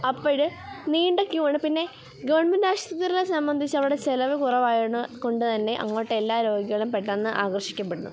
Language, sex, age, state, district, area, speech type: Malayalam, female, 18-30, Kerala, Kottayam, rural, spontaneous